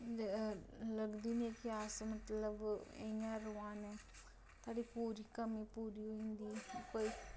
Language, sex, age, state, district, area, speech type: Dogri, female, 18-30, Jammu and Kashmir, Reasi, rural, spontaneous